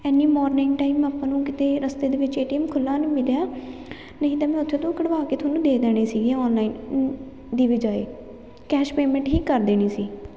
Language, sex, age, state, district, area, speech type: Punjabi, female, 18-30, Punjab, Fatehgarh Sahib, rural, spontaneous